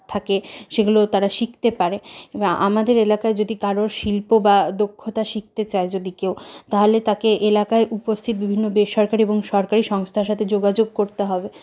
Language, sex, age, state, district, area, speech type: Bengali, female, 60+, West Bengal, Purulia, rural, spontaneous